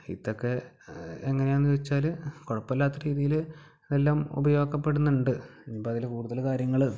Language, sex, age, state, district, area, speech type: Malayalam, male, 18-30, Kerala, Malappuram, rural, spontaneous